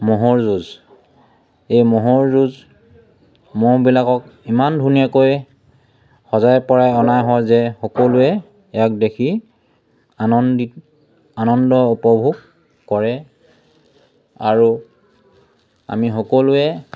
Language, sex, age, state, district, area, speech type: Assamese, male, 30-45, Assam, Sivasagar, rural, spontaneous